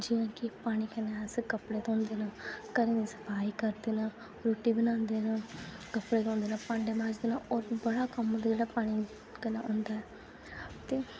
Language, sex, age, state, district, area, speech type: Dogri, female, 18-30, Jammu and Kashmir, Kathua, rural, spontaneous